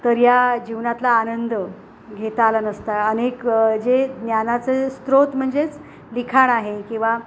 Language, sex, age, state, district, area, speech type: Marathi, female, 45-60, Maharashtra, Ratnagiri, rural, spontaneous